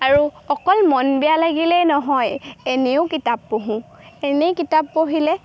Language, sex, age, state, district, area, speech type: Assamese, female, 18-30, Assam, Golaghat, urban, spontaneous